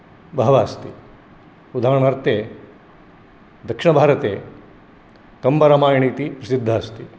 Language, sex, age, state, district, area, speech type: Sanskrit, male, 60+, Karnataka, Dharwad, rural, spontaneous